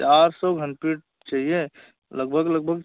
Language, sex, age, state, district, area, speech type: Hindi, male, 18-30, Uttar Pradesh, Jaunpur, urban, conversation